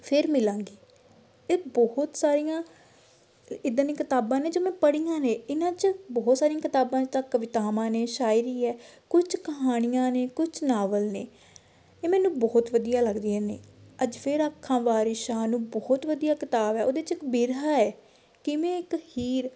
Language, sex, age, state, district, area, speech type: Punjabi, female, 18-30, Punjab, Shaheed Bhagat Singh Nagar, rural, spontaneous